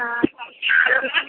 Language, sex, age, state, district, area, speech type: Tamil, female, 18-30, Tamil Nadu, Cuddalore, rural, conversation